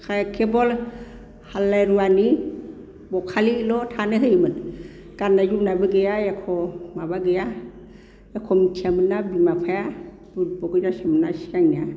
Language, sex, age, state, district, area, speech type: Bodo, female, 60+, Assam, Baksa, urban, spontaneous